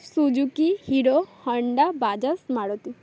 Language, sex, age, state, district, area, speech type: Bengali, female, 18-30, West Bengal, Uttar Dinajpur, urban, spontaneous